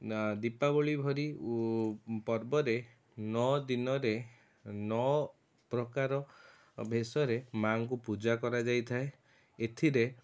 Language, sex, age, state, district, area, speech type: Odia, male, 30-45, Odisha, Cuttack, urban, spontaneous